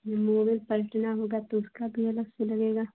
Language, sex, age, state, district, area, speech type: Hindi, female, 18-30, Uttar Pradesh, Chandauli, urban, conversation